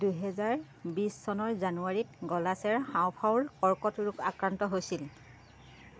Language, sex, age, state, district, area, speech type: Assamese, female, 30-45, Assam, Sivasagar, rural, read